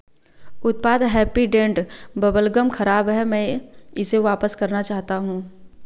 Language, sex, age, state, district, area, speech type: Hindi, female, 18-30, Uttar Pradesh, Varanasi, rural, read